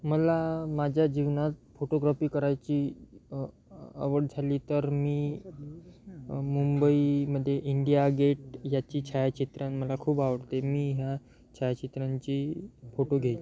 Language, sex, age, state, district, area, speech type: Marathi, male, 18-30, Maharashtra, Yavatmal, rural, spontaneous